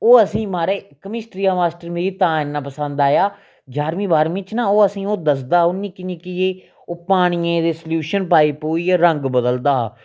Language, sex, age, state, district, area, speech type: Dogri, male, 30-45, Jammu and Kashmir, Reasi, rural, spontaneous